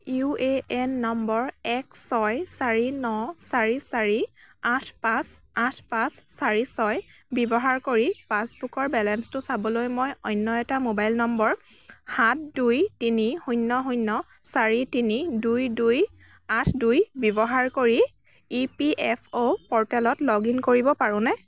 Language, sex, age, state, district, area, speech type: Assamese, female, 18-30, Assam, Dibrugarh, rural, read